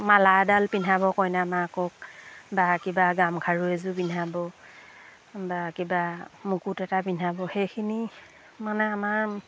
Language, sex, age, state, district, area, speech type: Assamese, female, 30-45, Assam, Lakhimpur, rural, spontaneous